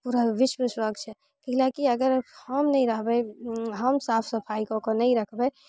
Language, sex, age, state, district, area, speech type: Maithili, female, 18-30, Bihar, Muzaffarpur, rural, spontaneous